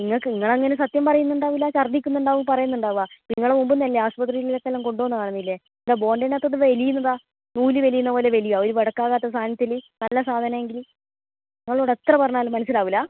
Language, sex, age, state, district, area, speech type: Malayalam, female, 18-30, Kerala, Kannur, rural, conversation